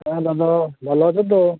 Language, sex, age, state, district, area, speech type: Bengali, male, 18-30, West Bengal, Birbhum, urban, conversation